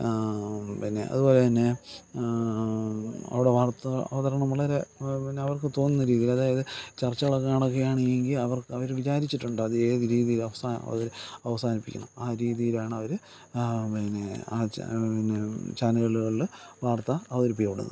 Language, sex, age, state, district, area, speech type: Malayalam, male, 45-60, Kerala, Thiruvananthapuram, rural, spontaneous